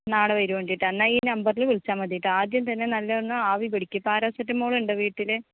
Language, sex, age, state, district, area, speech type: Malayalam, female, 30-45, Kerala, Kozhikode, urban, conversation